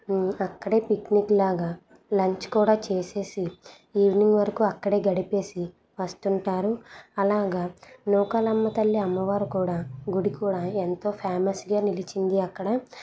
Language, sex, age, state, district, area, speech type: Telugu, female, 30-45, Andhra Pradesh, Anakapalli, urban, spontaneous